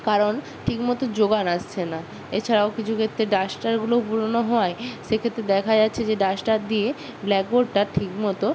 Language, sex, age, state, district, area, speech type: Bengali, female, 18-30, West Bengal, Purba Medinipur, rural, spontaneous